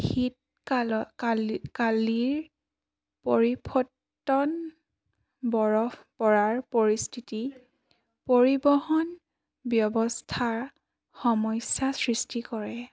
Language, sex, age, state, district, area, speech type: Assamese, female, 18-30, Assam, Charaideo, urban, spontaneous